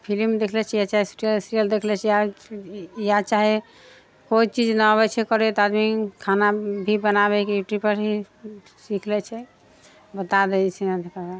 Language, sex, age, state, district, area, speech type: Maithili, female, 30-45, Bihar, Muzaffarpur, rural, spontaneous